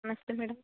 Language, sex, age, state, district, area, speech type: Kannada, female, 30-45, Karnataka, Uttara Kannada, rural, conversation